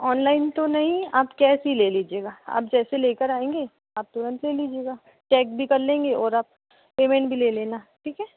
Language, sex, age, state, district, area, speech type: Hindi, female, 30-45, Madhya Pradesh, Chhindwara, urban, conversation